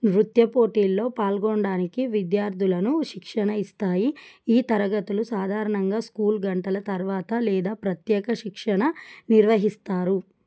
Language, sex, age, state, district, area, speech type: Telugu, female, 30-45, Telangana, Adilabad, rural, spontaneous